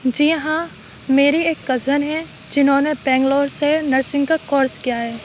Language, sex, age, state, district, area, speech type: Urdu, female, 30-45, Uttar Pradesh, Aligarh, rural, spontaneous